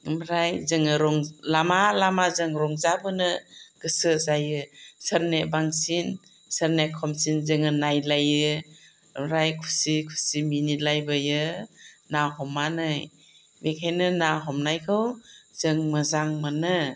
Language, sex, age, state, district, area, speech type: Bodo, female, 45-60, Assam, Chirang, rural, spontaneous